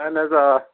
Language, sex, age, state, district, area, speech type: Kashmiri, male, 18-30, Jammu and Kashmir, Pulwama, rural, conversation